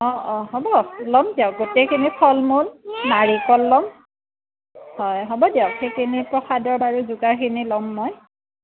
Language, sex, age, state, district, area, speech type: Assamese, female, 45-60, Assam, Darrang, rural, conversation